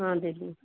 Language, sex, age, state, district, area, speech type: Odia, female, 45-60, Odisha, Angul, rural, conversation